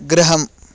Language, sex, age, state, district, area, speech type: Sanskrit, male, 18-30, Karnataka, Bagalkot, rural, read